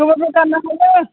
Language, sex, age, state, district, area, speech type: Bodo, female, 60+, Assam, Chirang, rural, conversation